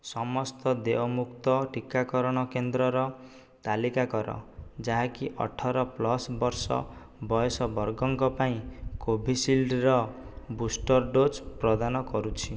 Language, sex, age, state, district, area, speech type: Odia, male, 18-30, Odisha, Dhenkanal, rural, read